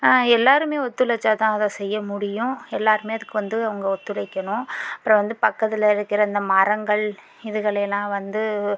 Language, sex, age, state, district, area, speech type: Tamil, female, 30-45, Tamil Nadu, Pudukkottai, rural, spontaneous